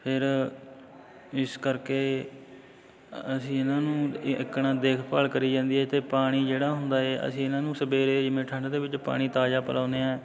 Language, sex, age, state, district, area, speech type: Punjabi, male, 30-45, Punjab, Fatehgarh Sahib, rural, spontaneous